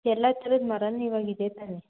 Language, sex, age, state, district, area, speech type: Kannada, female, 18-30, Karnataka, Mandya, rural, conversation